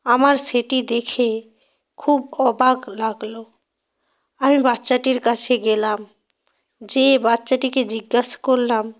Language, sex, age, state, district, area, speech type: Bengali, female, 30-45, West Bengal, North 24 Parganas, rural, spontaneous